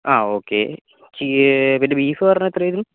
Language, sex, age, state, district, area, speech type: Malayalam, female, 60+, Kerala, Kozhikode, urban, conversation